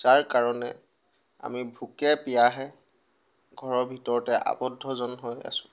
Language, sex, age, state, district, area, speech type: Assamese, male, 18-30, Assam, Tinsukia, rural, spontaneous